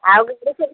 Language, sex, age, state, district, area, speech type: Odia, female, 60+, Odisha, Angul, rural, conversation